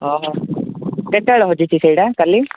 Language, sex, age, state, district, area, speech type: Odia, male, 18-30, Odisha, Rayagada, rural, conversation